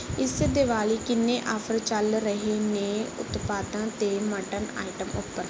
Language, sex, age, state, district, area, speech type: Punjabi, female, 18-30, Punjab, Barnala, rural, read